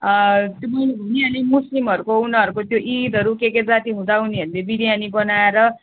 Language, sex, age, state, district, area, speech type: Nepali, female, 18-30, West Bengal, Darjeeling, rural, conversation